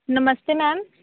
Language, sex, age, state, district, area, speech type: Dogri, female, 18-30, Jammu and Kashmir, Kathua, rural, conversation